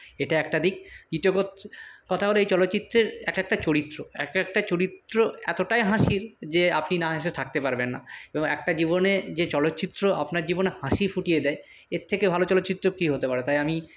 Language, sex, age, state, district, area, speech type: Bengali, male, 18-30, West Bengal, Purulia, urban, spontaneous